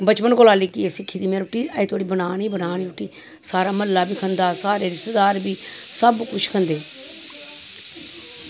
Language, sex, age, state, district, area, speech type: Dogri, female, 45-60, Jammu and Kashmir, Samba, rural, spontaneous